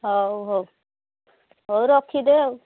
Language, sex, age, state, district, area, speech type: Odia, female, 45-60, Odisha, Angul, rural, conversation